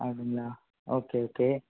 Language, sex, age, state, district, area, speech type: Tamil, male, 18-30, Tamil Nadu, Salem, urban, conversation